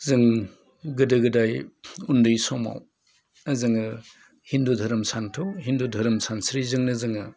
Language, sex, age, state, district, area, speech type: Bodo, male, 45-60, Assam, Udalguri, urban, spontaneous